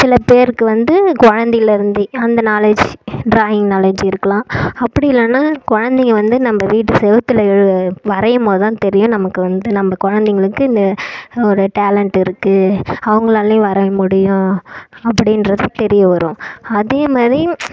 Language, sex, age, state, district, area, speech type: Tamil, female, 18-30, Tamil Nadu, Kallakurichi, rural, spontaneous